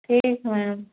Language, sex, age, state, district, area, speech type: Hindi, female, 60+, Uttar Pradesh, Ayodhya, rural, conversation